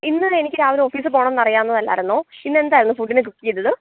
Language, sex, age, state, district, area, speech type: Malayalam, male, 18-30, Kerala, Alappuzha, rural, conversation